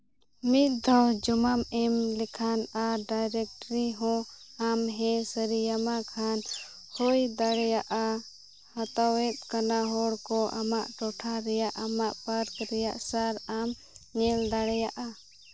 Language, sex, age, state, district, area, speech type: Santali, female, 18-30, Jharkhand, Seraikela Kharsawan, rural, read